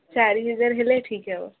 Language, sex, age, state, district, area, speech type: Odia, female, 18-30, Odisha, Jagatsinghpur, rural, conversation